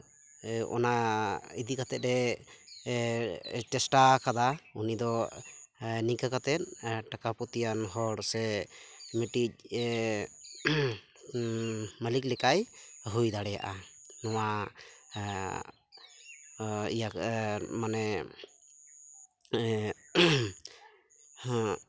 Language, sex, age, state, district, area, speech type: Santali, male, 18-30, West Bengal, Purulia, rural, spontaneous